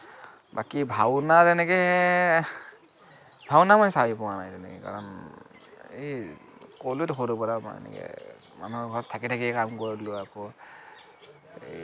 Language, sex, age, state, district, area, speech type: Assamese, male, 45-60, Assam, Kamrup Metropolitan, urban, spontaneous